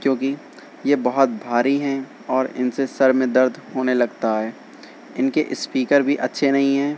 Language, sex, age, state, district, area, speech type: Urdu, male, 18-30, Uttar Pradesh, Shahjahanpur, rural, spontaneous